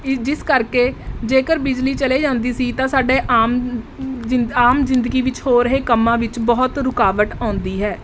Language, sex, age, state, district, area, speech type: Punjabi, female, 30-45, Punjab, Mohali, rural, spontaneous